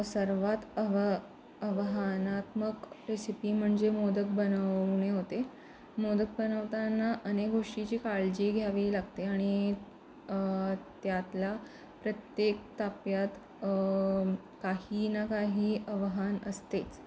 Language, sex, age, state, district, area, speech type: Marathi, female, 18-30, Maharashtra, Pune, urban, spontaneous